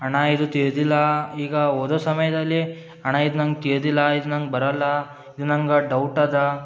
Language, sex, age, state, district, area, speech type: Kannada, male, 18-30, Karnataka, Gulbarga, urban, spontaneous